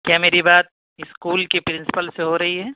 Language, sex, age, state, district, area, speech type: Urdu, male, 18-30, Bihar, Purnia, rural, conversation